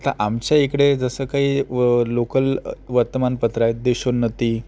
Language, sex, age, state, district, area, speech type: Marathi, male, 18-30, Maharashtra, Akola, rural, spontaneous